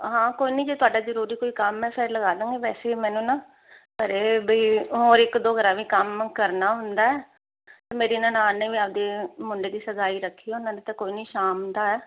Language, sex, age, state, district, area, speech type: Punjabi, female, 30-45, Punjab, Firozpur, urban, conversation